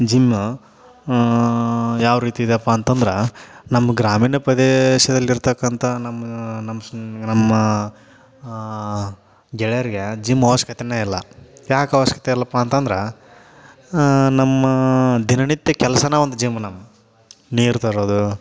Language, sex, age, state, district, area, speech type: Kannada, male, 30-45, Karnataka, Gadag, rural, spontaneous